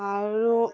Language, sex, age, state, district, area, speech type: Assamese, female, 45-60, Assam, Golaghat, rural, spontaneous